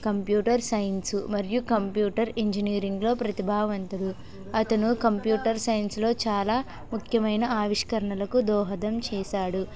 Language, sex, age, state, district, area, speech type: Telugu, male, 45-60, Andhra Pradesh, West Godavari, rural, spontaneous